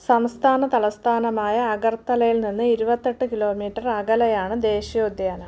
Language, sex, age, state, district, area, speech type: Malayalam, female, 30-45, Kerala, Thiruvananthapuram, rural, read